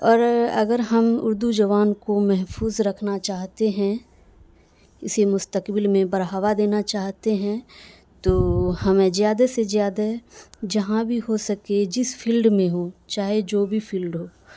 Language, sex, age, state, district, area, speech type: Urdu, female, 18-30, Bihar, Madhubani, rural, spontaneous